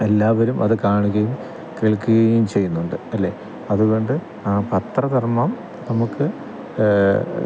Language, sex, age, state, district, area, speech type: Malayalam, male, 30-45, Kerala, Thiruvananthapuram, rural, spontaneous